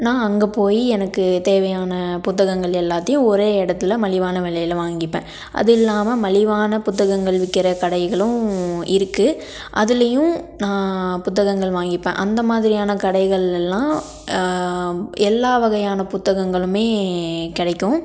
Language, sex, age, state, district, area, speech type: Tamil, female, 18-30, Tamil Nadu, Tiruppur, rural, spontaneous